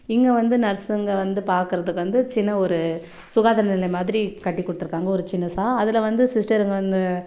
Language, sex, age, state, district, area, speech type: Tamil, female, 30-45, Tamil Nadu, Tirupattur, rural, spontaneous